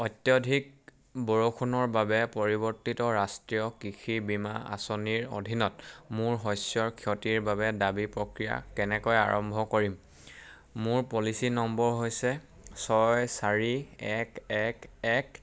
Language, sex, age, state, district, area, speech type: Assamese, male, 18-30, Assam, Sivasagar, rural, read